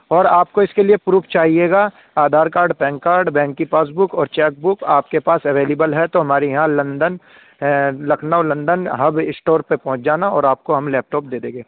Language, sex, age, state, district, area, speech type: Urdu, male, 18-30, Uttar Pradesh, Saharanpur, urban, conversation